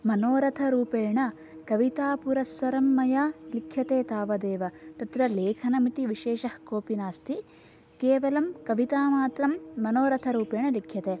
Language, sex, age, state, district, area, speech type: Sanskrit, female, 18-30, Karnataka, Bagalkot, rural, spontaneous